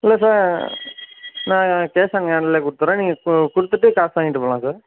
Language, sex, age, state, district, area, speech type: Tamil, male, 30-45, Tamil Nadu, Ariyalur, rural, conversation